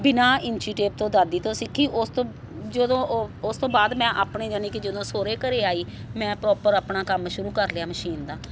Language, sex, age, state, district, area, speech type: Punjabi, female, 45-60, Punjab, Faridkot, urban, spontaneous